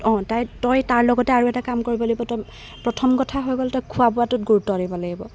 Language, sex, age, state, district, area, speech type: Assamese, female, 18-30, Assam, Golaghat, urban, spontaneous